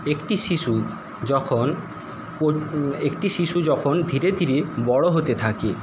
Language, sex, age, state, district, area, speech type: Bengali, male, 60+, West Bengal, Paschim Medinipur, rural, spontaneous